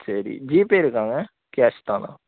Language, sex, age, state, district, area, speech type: Tamil, male, 18-30, Tamil Nadu, Nagapattinam, rural, conversation